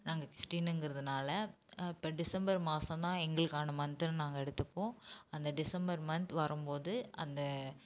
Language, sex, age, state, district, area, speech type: Tamil, female, 18-30, Tamil Nadu, Namakkal, urban, spontaneous